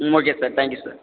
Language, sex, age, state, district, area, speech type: Tamil, male, 18-30, Tamil Nadu, Tiruvarur, rural, conversation